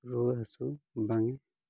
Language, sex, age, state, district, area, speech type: Santali, male, 45-60, Odisha, Mayurbhanj, rural, spontaneous